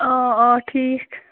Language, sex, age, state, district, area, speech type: Kashmiri, female, 30-45, Jammu and Kashmir, Bandipora, rural, conversation